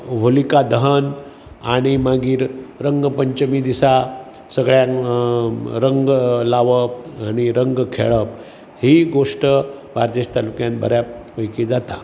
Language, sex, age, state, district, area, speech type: Goan Konkani, male, 60+, Goa, Bardez, urban, spontaneous